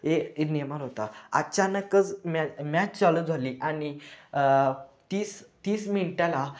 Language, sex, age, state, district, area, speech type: Marathi, male, 18-30, Maharashtra, Kolhapur, urban, spontaneous